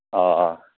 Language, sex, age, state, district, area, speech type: Manipuri, male, 30-45, Manipur, Ukhrul, rural, conversation